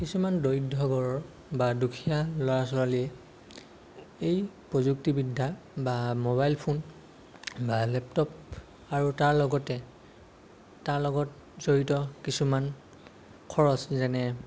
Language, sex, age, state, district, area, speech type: Assamese, male, 18-30, Assam, Lakhimpur, rural, spontaneous